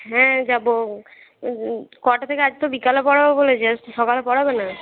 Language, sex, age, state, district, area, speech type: Bengali, female, 18-30, West Bengal, Cooch Behar, rural, conversation